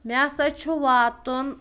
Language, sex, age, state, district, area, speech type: Kashmiri, female, 18-30, Jammu and Kashmir, Pulwama, rural, spontaneous